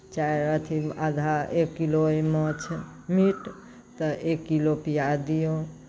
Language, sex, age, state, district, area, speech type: Maithili, female, 45-60, Bihar, Muzaffarpur, rural, spontaneous